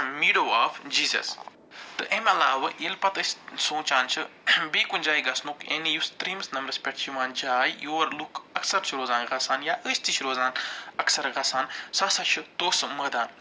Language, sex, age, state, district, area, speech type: Kashmiri, male, 45-60, Jammu and Kashmir, Budgam, urban, spontaneous